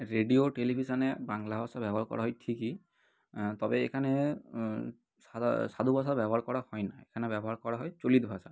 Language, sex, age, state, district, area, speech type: Bengali, male, 18-30, West Bengal, North 24 Parganas, urban, spontaneous